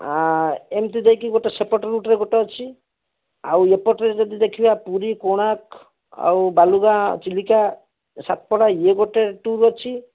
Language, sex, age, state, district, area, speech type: Odia, male, 18-30, Odisha, Bhadrak, rural, conversation